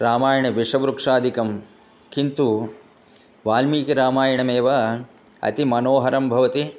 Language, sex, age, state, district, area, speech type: Sanskrit, male, 60+, Telangana, Hyderabad, urban, spontaneous